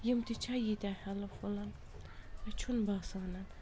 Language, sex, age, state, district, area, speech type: Kashmiri, female, 45-60, Jammu and Kashmir, Srinagar, urban, spontaneous